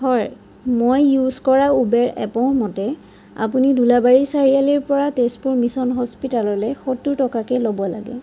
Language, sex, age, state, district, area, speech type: Assamese, female, 45-60, Assam, Sonitpur, rural, spontaneous